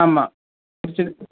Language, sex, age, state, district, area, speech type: Tamil, male, 30-45, Tamil Nadu, Tiruchirappalli, rural, conversation